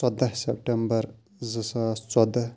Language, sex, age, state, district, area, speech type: Kashmiri, male, 30-45, Jammu and Kashmir, Shopian, rural, spontaneous